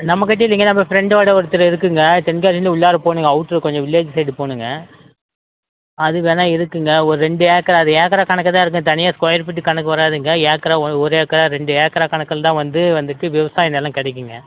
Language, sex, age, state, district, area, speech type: Tamil, male, 45-60, Tamil Nadu, Tenkasi, rural, conversation